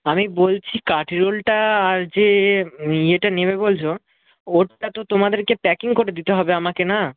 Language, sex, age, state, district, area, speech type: Bengali, male, 18-30, West Bengal, Purba Medinipur, rural, conversation